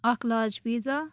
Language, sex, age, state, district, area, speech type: Kashmiri, female, 18-30, Jammu and Kashmir, Bandipora, rural, spontaneous